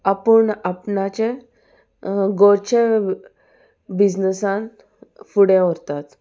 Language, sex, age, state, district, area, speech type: Goan Konkani, female, 18-30, Goa, Salcete, rural, spontaneous